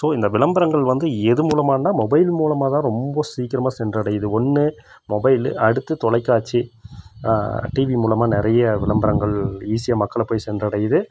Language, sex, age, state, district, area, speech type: Tamil, male, 30-45, Tamil Nadu, Krishnagiri, rural, spontaneous